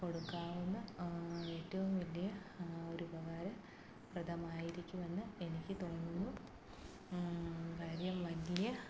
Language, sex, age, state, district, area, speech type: Malayalam, female, 45-60, Kerala, Alappuzha, rural, spontaneous